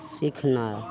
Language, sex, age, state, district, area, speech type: Maithili, female, 60+, Bihar, Madhepura, urban, read